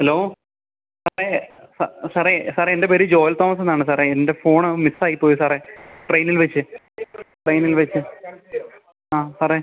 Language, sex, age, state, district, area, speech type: Malayalam, male, 30-45, Kerala, Alappuzha, rural, conversation